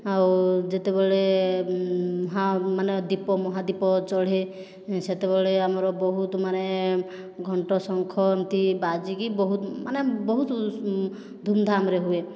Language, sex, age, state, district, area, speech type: Odia, female, 18-30, Odisha, Boudh, rural, spontaneous